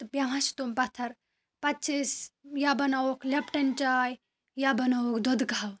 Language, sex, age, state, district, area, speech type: Kashmiri, female, 45-60, Jammu and Kashmir, Baramulla, rural, spontaneous